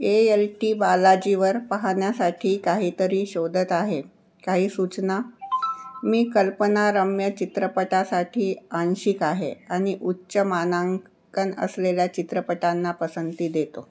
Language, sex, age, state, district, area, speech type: Marathi, female, 60+, Maharashtra, Nagpur, urban, read